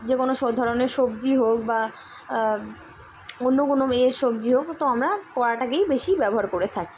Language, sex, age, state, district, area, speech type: Bengali, female, 18-30, West Bengal, Kolkata, urban, spontaneous